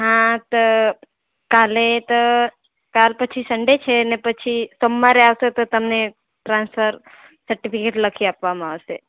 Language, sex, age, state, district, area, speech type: Gujarati, female, 18-30, Gujarat, Valsad, rural, conversation